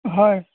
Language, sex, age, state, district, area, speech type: Assamese, male, 60+, Assam, Golaghat, rural, conversation